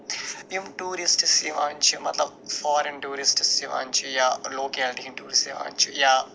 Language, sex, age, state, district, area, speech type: Kashmiri, male, 45-60, Jammu and Kashmir, Budgam, rural, spontaneous